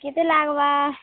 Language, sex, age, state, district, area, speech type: Odia, female, 18-30, Odisha, Balangir, urban, conversation